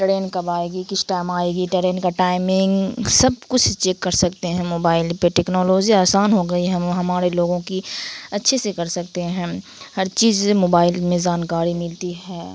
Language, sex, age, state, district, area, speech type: Urdu, female, 18-30, Bihar, Khagaria, rural, spontaneous